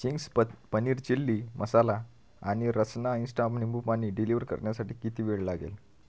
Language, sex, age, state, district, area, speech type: Marathi, male, 30-45, Maharashtra, Washim, rural, read